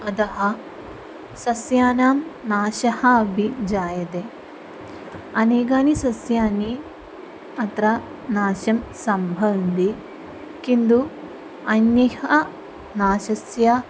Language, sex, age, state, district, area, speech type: Sanskrit, female, 18-30, Kerala, Thrissur, rural, spontaneous